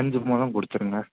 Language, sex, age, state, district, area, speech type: Tamil, male, 18-30, Tamil Nadu, Chennai, urban, conversation